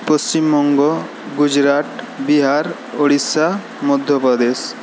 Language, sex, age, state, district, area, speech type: Bengali, male, 18-30, West Bengal, Paschim Medinipur, rural, spontaneous